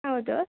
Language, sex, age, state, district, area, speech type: Kannada, female, 18-30, Karnataka, Chikkaballapur, urban, conversation